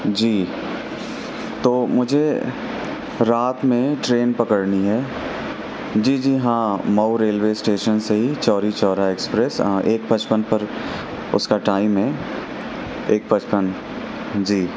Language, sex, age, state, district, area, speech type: Urdu, male, 18-30, Uttar Pradesh, Mau, urban, spontaneous